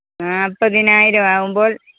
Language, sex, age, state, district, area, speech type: Malayalam, female, 45-60, Kerala, Pathanamthitta, rural, conversation